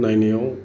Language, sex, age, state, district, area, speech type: Bodo, male, 45-60, Assam, Chirang, urban, spontaneous